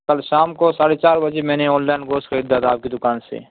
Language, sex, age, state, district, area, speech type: Urdu, male, 18-30, Uttar Pradesh, Saharanpur, urban, conversation